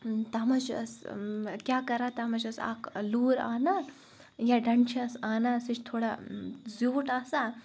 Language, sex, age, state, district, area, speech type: Kashmiri, female, 18-30, Jammu and Kashmir, Baramulla, rural, spontaneous